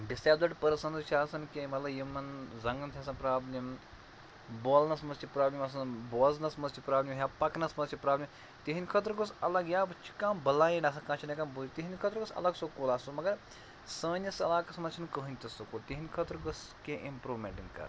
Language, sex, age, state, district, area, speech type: Kashmiri, male, 30-45, Jammu and Kashmir, Pulwama, rural, spontaneous